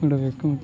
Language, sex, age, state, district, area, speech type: Kannada, male, 18-30, Karnataka, Vijayanagara, rural, spontaneous